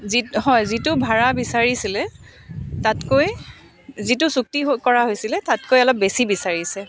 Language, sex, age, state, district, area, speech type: Assamese, female, 30-45, Assam, Dibrugarh, urban, spontaneous